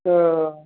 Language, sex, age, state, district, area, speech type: Hindi, male, 60+, Uttar Pradesh, Azamgarh, rural, conversation